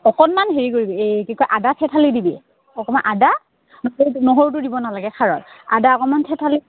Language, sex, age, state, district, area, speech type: Assamese, female, 18-30, Assam, Udalguri, rural, conversation